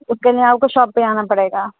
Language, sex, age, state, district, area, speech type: Urdu, male, 18-30, Delhi, Central Delhi, urban, conversation